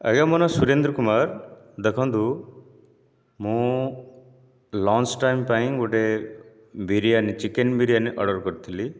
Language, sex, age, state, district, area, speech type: Odia, male, 30-45, Odisha, Nayagarh, rural, spontaneous